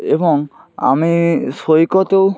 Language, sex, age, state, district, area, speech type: Bengali, male, 45-60, West Bengal, Purba Medinipur, rural, spontaneous